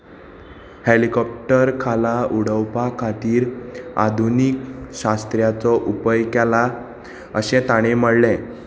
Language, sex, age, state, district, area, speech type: Goan Konkani, male, 18-30, Goa, Salcete, urban, read